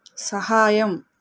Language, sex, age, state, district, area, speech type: Telugu, female, 45-60, Telangana, Hyderabad, urban, read